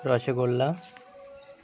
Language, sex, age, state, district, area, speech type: Bengali, male, 30-45, West Bengal, Birbhum, urban, spontaneous